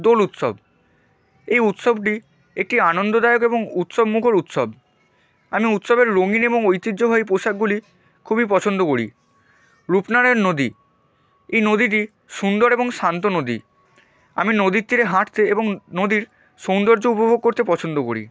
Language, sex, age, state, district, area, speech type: Bengali, male, 30-45, West Bengal, Purba Medinipur, rural, spontaneous